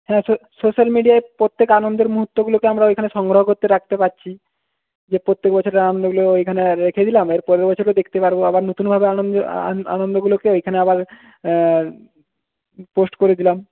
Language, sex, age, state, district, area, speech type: Bengali, male, 18-30, West Bengal, Jhargram, rural, conversation